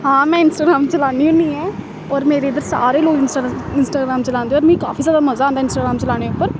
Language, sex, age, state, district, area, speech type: Dogri, female, 18-30, Jammu and Kashmir, Samba, rural, spontaneous